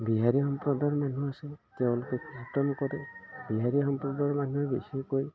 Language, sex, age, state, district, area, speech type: Assamese, male, 60+, Assam, Udalguri, rural, spontaneous